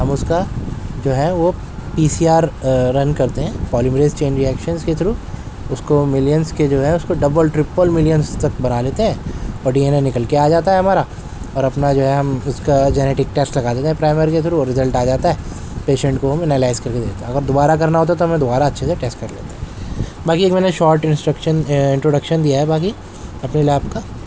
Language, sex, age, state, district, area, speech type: Urdu, male, 18-30, Delhi, Central Delhi, urban, spontaneous